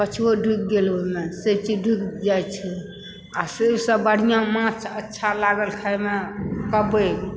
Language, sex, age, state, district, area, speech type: Maithili, female, 60+, Bihar, Supaul, rural, spontaneous